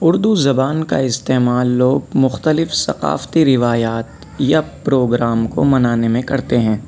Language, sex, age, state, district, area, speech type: Urdu, male, 18-30, Delhi, Central Delhi, urban, spontaneous